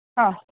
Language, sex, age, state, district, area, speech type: Sindhi, female, 45-60, Uttar Pradesh, Lucknow, rural, conversation